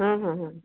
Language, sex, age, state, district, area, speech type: Odia, female, 45-60, Odisha, Angul, rural, conversation